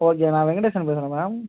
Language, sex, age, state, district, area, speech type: Tamil, male, 30-45, Tamil Nadu, Cuddalore, urban, conversation